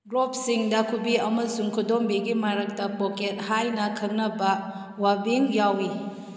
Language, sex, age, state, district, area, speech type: Manipuri, female, 30-45, Manipur, Kakching, rural, read